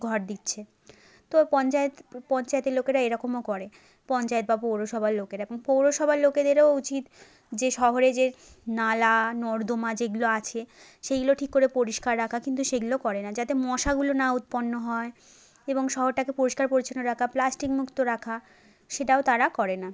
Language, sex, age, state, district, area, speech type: Bengali, female, 30-45, West Bengal, South 24 Parganas, rural, spontaneous